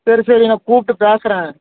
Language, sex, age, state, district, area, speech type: Tamil, male, 18-30, Tamil Nadu, Dharmapuri, rural, conversation